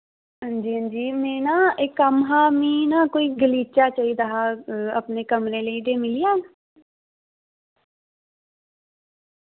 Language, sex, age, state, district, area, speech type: Dogri, female, 18-30, Jammu and Kashmir, Udhampur, rural, conversation